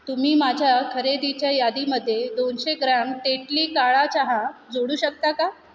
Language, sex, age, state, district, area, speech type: Marathi, female, 30-45, Maharashtra, Mumbai Suburban, urban, read